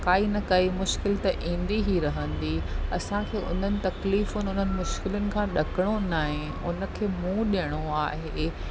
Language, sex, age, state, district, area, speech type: Sindhi, female, 45-60, Maharashtra, Mumbai Suburban, urban, spontaneous